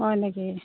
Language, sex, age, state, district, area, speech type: Assamese, female, 45-60, Assam, Goalpara, urban, conversation